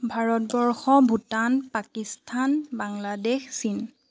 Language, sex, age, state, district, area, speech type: Assamese, female, 18-30, Assam, Jorhat, urban, spontaneous